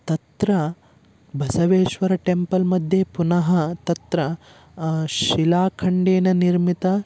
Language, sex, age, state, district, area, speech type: Sanskrit, male, 18-30, Karnataka, Vijayanagara, rural, spontaneous